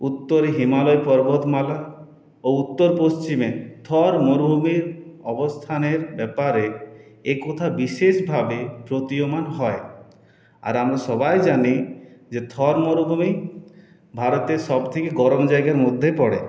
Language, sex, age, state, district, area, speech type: Bengali, male, 18-30, West Bengal, Purulia, urban, spontaneous